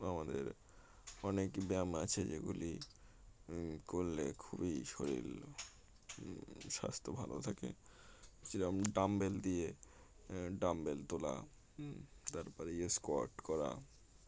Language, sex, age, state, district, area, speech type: Bengali, male, 18-30, West Bengal, Uttar Dinajpur, urban, spontaneous